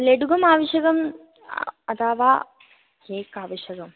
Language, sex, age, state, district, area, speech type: Sanskrit, female, 18-30, Kerala, Thrissur, rural, conversation